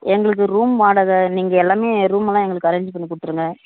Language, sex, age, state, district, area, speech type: Tamil, female, 18-30, Tamil Nadu, Dharmapuri, rural, conversation